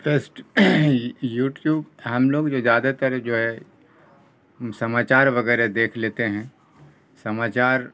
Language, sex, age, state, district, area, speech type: Urdu, male, 60+, Bihar, Khagaria, rural, spontaneous